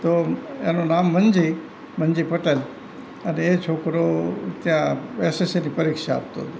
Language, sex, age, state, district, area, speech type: Gujarati, male, 60+, Gujarat, Rajkot, rural, spontaneous